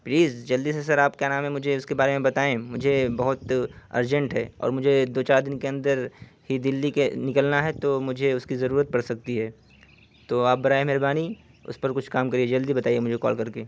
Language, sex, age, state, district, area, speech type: Urdu, male, 18-30, Uttar Pradesh, Siddharthnagar, rural, spontaneous